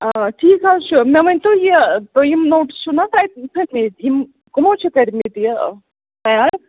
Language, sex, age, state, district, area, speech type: Kashmiri, female, 45-60, Jammu and Kashmir, Srinagar, rural, conversation